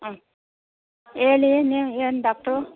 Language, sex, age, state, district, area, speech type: Kannada, female, 60+, Karnataka, Bangalore Rural, rural, conversation